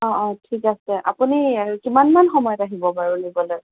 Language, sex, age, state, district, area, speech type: Assamese, female, 30-45, Assam, Golaghat, urban, conversation